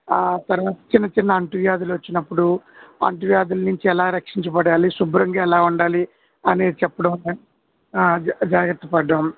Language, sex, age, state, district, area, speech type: Telugu, male, 45-60, Andhra Pradesh, Kurnool, urban, conversation